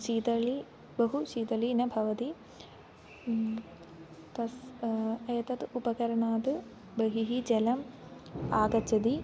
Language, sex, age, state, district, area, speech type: Sanskrit, female, 18-30, Kerala, Kannur, rural, spontaneous